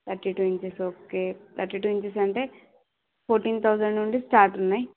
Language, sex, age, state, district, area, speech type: Telugu, female, 45-60, Andhra Pradesh, Srikakulam, urban, conversation